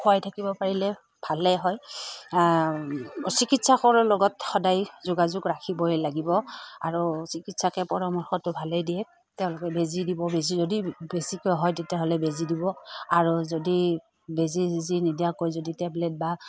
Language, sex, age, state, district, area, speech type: Assamese, female, 30-45, Assam, Udalguri, rural, spontaneous